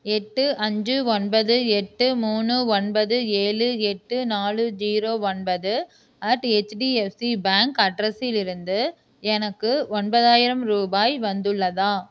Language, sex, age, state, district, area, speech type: Tamil, female, 30-45, Tamil Nadu, Erode, rural, read